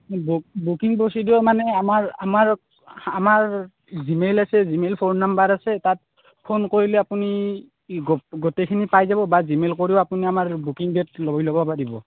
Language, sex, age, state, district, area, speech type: Assamese, male, 18-30, Assam, Nalbari, rural, conversation